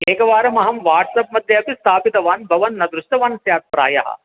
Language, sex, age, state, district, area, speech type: Sanskrit, male, 30-45, Telangana, Medchal, urban, conversation